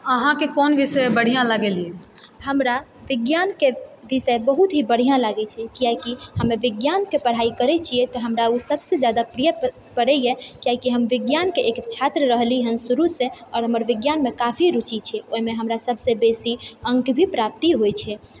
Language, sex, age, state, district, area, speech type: Maithili, female, 30-45, Bihar, Purnia, urban, spontaneous